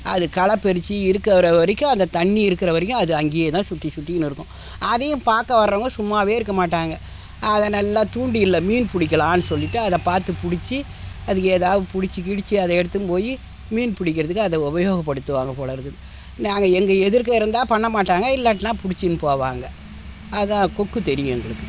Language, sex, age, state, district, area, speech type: Tamil, female, 60+, Tamil Nadu, Tiruvannamalai, rural, spontaneous